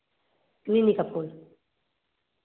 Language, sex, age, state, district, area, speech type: Hindi, female, 30-45, Uttar Pradesh, Varanasi, urban, conversation